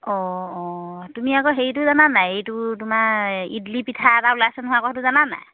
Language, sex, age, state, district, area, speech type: Assamese, female, 30-45, Assam, Dhemaji, rural, conversation